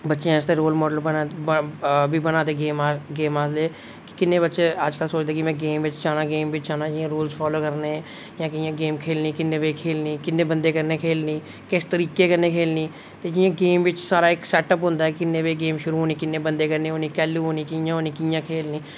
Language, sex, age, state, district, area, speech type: Dogri, male, 18-30, Jammu and Kashmir, Reasi, rural, spontaneous